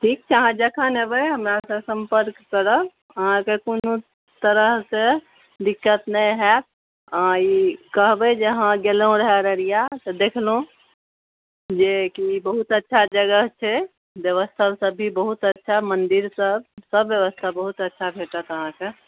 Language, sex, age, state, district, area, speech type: Maithili, female, 45-60, Bihar, Araria, rural, conversation